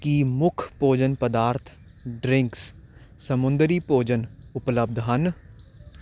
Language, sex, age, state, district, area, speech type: Punjabi, male, 18-30, Punjab, Hoshiarpur, urban, read